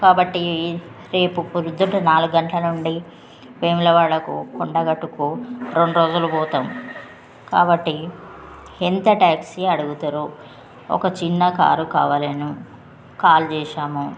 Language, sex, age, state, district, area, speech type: Telugu, female, 30-45, Telangana, Jagtial, rural, spontaneous